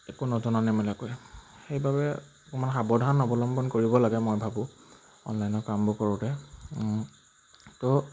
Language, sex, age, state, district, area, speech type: Assamese, male, 18-30, Assam, Majuli, urban, spontaneous